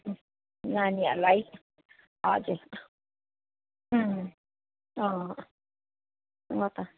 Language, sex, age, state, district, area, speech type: Nepali, female, 45-60, West Bengal, Darjeeling, rural, conversation